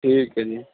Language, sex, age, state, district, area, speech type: Urdu, male, 60+, Delhi, Central Delhi, rural, conversation